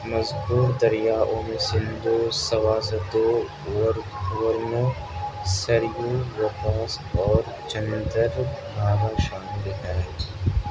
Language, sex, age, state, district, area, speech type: Urdu, male, 18-30, Bihar, Supaul, rural, read